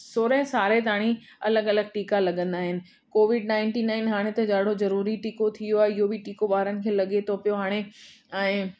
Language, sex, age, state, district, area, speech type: Sindhi, female, 45-60, Rajasthan, Ajmer, urban, spontaneous